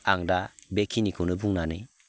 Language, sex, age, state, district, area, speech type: Bodo, male, 45-60, Assam, Baksa, rural, spontaneous